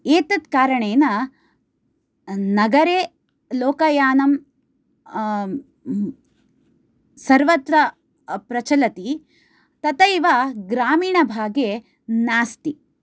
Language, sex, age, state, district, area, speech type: Sanskrit, female, 30-45, Karnataka, Chikkamagaluru, rural, spontaneous